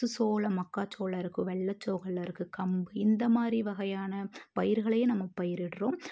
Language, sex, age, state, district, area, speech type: Tamil, female, 30-45, Tamil Nadu, Tiruppur, rural, spontaneous